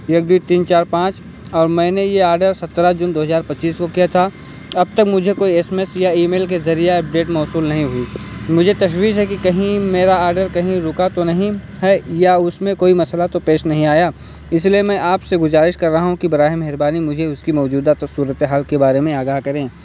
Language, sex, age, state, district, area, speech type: Urdu, male, 18-30, Uttar Pradesh, Balrampur, rural, spontaneous